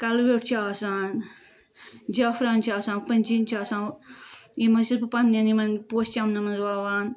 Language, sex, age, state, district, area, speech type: Kashmiri, female, 45-60, Jammu and Kashmir, Ganderbal, rural, spontaneous